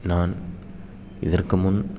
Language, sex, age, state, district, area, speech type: Tamil, male, 30-45, Tamil Nadu, Salem, rural, spontaneous